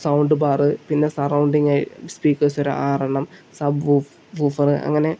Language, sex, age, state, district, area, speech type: Malayalam, male, 30-45, Kerala, Palakkad, rural, spontaneous